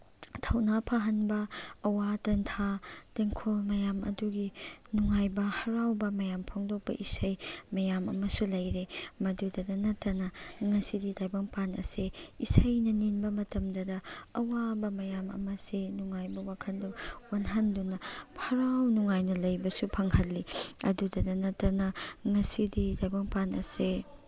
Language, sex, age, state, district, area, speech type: Manipuri, female, 45-60, Manipur, Chandel, rural, spontaneous